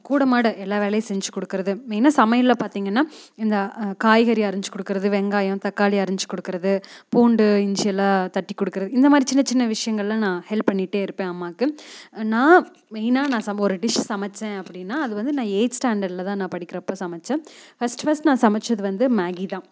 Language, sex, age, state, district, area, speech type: Tamil, female, 18-30, Tamil Nadu, Coimbatore, rural, spontaneous